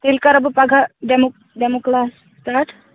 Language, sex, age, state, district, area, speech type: Kashmiri, female, 18-30, Jammu and Kashmir, Anantnag, rural, conversation